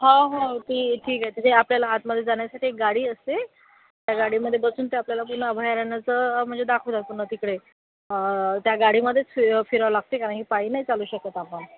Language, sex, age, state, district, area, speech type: Marathi, female, 60+, Maharashtra, Yavatmal, rural, conversation